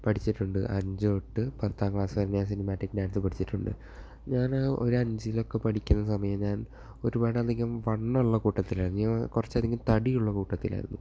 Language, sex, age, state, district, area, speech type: Malayalam, male, 18-30, Kerala, Thrissur, urban, spontaneous